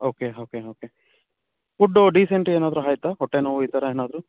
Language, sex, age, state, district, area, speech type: Kannada, male, 30-45, Karnataka, Chitradurga, rural, conversation